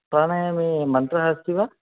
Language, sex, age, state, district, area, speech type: Sanskrit, male, 18-30, Karnataka, Dakshina Kannada, rural, conversation